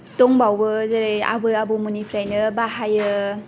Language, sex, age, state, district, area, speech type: Bodo, female, 18-30, Assam, Kokrajhar, rural, spontaneous